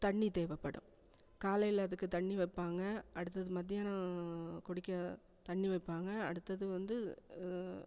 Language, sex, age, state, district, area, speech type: Tamil, female, 45-60, Tamil Nadu, Thanjavur, urban, spontaneous